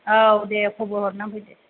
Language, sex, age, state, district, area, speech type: Bodo, female, 30-45, Assam, Kokrajhar, rural, conversation